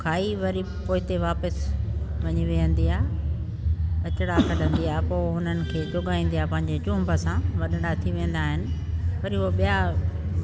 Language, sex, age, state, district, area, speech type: Sindhi, female, 60+, Delhi, South Delhi, rural, spontaneous